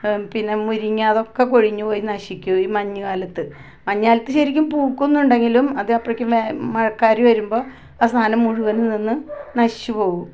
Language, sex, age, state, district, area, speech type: Malayalam, female, 45-60, Kerala, Ernakulam, rural, spontaneous